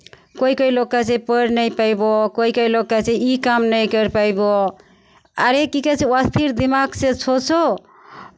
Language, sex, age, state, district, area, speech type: Maithili, female, 45-60, Bihar, Begusarai, rural, spontaneous